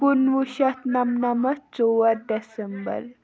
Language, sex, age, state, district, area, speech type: Kashmiri, female, 18-30, Jammu and Kashmir, Baramulla, rural, spontaneous